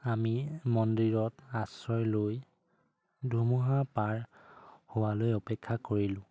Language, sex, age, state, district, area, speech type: Assamese, male, 18-30, Assam, Sivasagar, urban, spontaneous